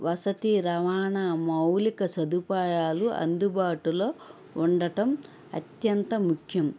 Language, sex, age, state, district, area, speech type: Telugu, female, 45-60, Andhra Pradesh, N T Rama Rao, urban, spontaneous